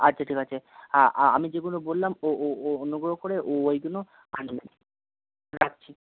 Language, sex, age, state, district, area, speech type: Bengali, male, 18-30, West Bengal, Birbhum, urban, conversation